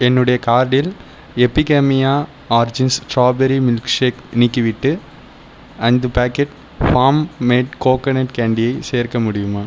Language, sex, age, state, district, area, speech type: Tamil, male, 30-45, Tamil Nadu, Viluppuram, rural, read